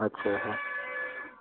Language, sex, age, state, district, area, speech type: Dogri, male, 30-45, Jammu and Kashmir, Reasi, rural, conversation